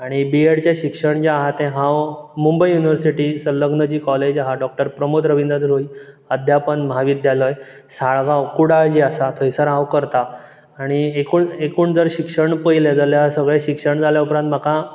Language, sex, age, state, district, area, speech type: Goan Konkani, male, 18-30, Goa, Bardez, urban, spontaneous